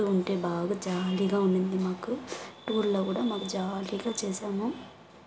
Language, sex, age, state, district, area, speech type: Telugu, female, 18-30, Andhra Pradesh, Sri Balaji, rural, spontaneous